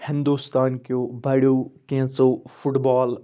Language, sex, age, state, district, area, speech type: Kashmiri, male, 30-45, Jammu and Kashmir, Anantnag, rural, spontaneous